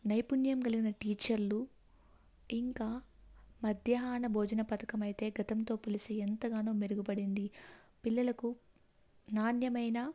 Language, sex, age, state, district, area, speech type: Telugu, female, 18-30, Andhra Pradesh, Kadapa, rural, spontaneous